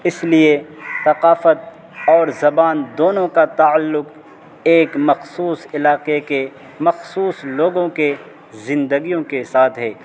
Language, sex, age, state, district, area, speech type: Urdu, male, 30-45, Bihar, Araria, rural, spontaneous